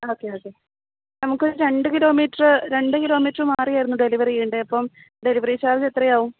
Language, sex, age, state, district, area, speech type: Malayalam, female, 30-45, Kerala, Idukki, rural, conversation